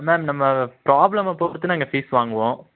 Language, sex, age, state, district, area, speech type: Tamil, male, 18-30, Tamil Nadu, Nilgiris, urban, conversation